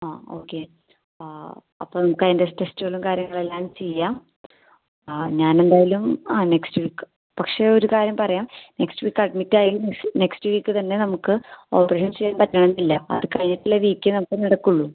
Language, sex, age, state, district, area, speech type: Malayalam, female, 18-30, Kerala, Thrissur, rural, conversation